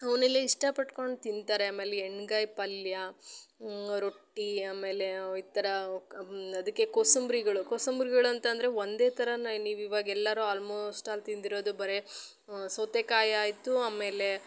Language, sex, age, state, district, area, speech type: Kannada, female, 30-45, Karnataka, Chitradurga, rural, spontaneous